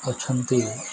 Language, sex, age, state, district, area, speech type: Odia, male, 30-45, Odisha, Nuapada, urban, spontaneous